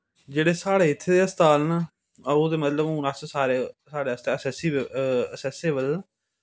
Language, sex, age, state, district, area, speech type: Dogri, male, 30-45, Jammu and Kashmir, Samba, rural, spontaneous